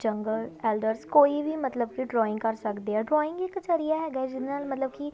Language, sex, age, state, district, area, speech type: Punjabi, female, 18-30, Punjab, Tarn Taran, urban, spontaneous